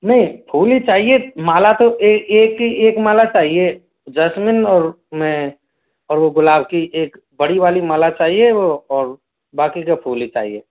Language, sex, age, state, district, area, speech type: Hindi, male, 18-30, Rajasthan, Jaipur, urban, conversation